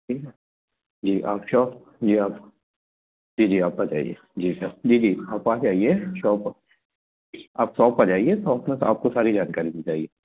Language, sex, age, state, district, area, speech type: Hindi, male, 30-45, Madhya Pradesh, Katni, urban, conversation